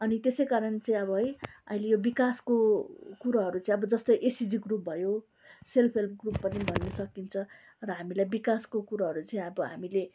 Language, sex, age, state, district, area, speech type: Nepali, female, 30-45, West Bengal, Darjeeling, rural, spontaneous